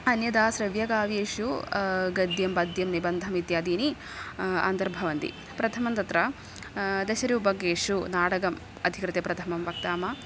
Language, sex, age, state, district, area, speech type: Sanskrit, female, 18-30, Kerala, Thrissur, urban, spontaneous